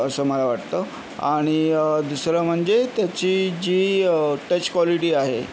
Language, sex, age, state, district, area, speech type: Marathi, male, 30-45, Maharashtra, Yavatmal, urban, spontaneous